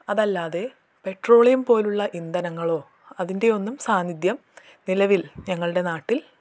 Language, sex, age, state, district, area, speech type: Malayalam, female, 18-30, Kerala, Malappuram, urban, spontaneous